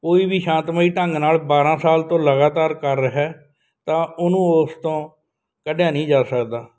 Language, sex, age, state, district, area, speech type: Punjabi, male, 60+, Punjab, Bathinda, rural, spontaneous